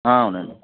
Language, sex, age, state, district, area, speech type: Telugu, male, 45-60, Andhra Pradesh, N T Rama Rao, urban, conversation